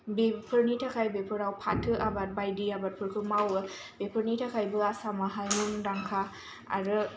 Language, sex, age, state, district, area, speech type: Bodo, female, 18-30, Assam, Kokrajhar, urban, spontaneous